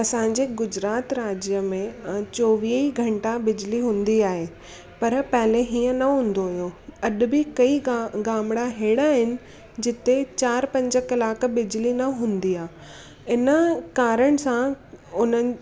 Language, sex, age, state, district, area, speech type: Sindhi, female, 18-30, Gujarat, Surat, urban, spontaneous